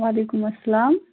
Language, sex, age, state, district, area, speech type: Kashmiri, female, 30-45, Jammu and Kashmir, Pulwama, rural, conversation